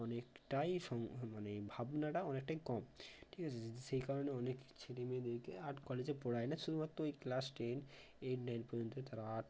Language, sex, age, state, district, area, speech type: Bengali, male, 18-30, West Bengal, Bankura, urban, spontaneous